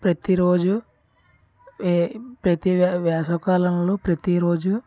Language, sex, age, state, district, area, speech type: Telugu, male, 18-30, Andhra Pradesh, Konaseema, rural, spontaneous